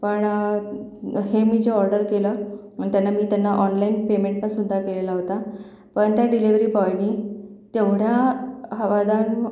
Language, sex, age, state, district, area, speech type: Marathi, female, 45-60, Maharashtra, Yavatmal, urban, spontaneous